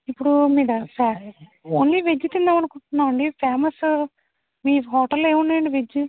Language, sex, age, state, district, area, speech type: Telugu, female, 45-60, Andhra Pradesh, East Godavari, rural, conversation